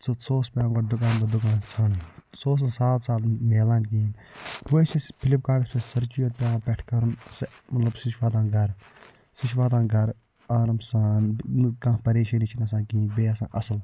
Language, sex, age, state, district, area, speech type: Kashmiri, male, 45-60, Jammu and Kashmir, Budgam, urban, spontaneous